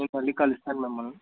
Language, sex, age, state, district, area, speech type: Telugu, male, 30-45, Andhra Pradesh, East Godavari, rural, conversation